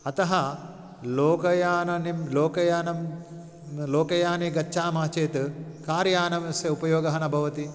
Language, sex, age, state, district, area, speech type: Sanskrit, male, 45-60, Telangana, Karimnagar, urban, spontaneous